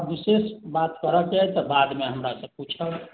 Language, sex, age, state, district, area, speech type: Maithili, male, 45-60, Bihar, Sitamarhi, urban, conversation